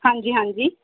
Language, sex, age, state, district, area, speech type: Punjabi, female, 30-45, Punjab, Mansa, urban, conversation